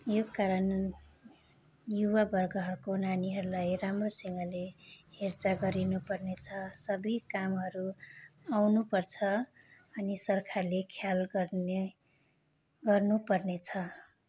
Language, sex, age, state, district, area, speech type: Nepali, female, 30-45, West Bengal, Darjeeling, rural, spontaneous